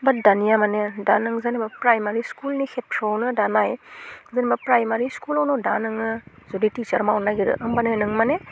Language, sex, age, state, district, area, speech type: Bodo, female, 18-30, Assam, Udalguri, urban, spontaneous